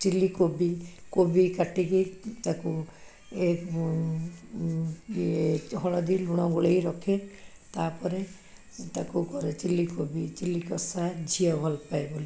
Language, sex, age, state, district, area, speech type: Odia, female, 60+, Odisha, Cuttack, urban, spontaneous